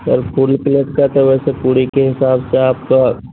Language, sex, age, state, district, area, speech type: Urdu, male, 30-45, Uttar Pradesh, Gautam Buddha Nagar, urban, conversation